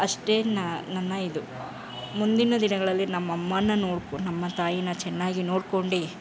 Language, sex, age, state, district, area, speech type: Kannada, female, 30-45, Karnataka, Chamarajanagar, rural, spontaneous